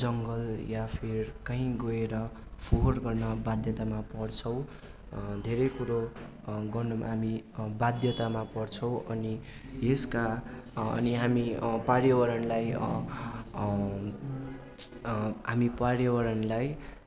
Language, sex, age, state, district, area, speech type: Nepali, male, 18-30, West Bengal, Darjeeling, rural, spontaneous